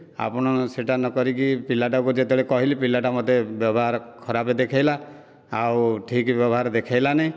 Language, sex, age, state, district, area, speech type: Odia, male, 45-60, Odisha, Dhenkanal, rural, spontaneous